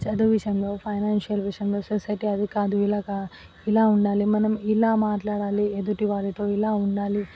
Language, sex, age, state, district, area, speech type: Telugu, female, 18-30, Telangana, Vikarabad, rural, spontaneous